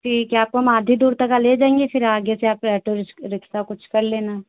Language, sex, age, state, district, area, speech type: Hindi, female, 30-45, Uttar Pradesh, Hardoi, rural, conversation